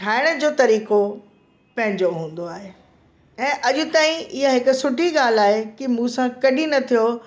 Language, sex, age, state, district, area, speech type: Sindhi, female, 60+, Delhi, South Delhi, urban, spontaneous